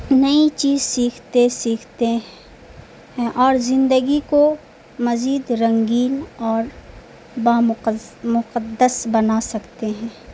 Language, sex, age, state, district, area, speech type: Urdu, female, 18-30, Bihar, Madhubani, rural, spontaneous